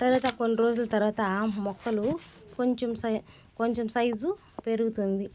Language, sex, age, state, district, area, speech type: Telugu, female, 30-45, Andhra Pradesh, Sri Balaji, rural, spontaneous